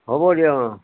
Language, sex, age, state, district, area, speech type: Assamese, male, 60+, Assam, Majuli, urban, conversation